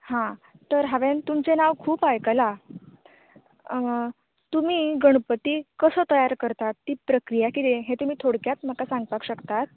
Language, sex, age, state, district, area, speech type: Goan Konkani, female, 18-30, Goa, Canacona, rural, conversation